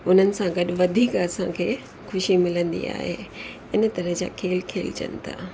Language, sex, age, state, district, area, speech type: Sindhi, female, 60+, Uttar Pradesh, Lucknow, rural, spontaneous